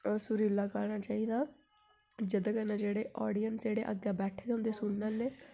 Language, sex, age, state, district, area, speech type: Dogri, female, 18-30, Jammu and Kashmir, Udhampur, rural, spontaneous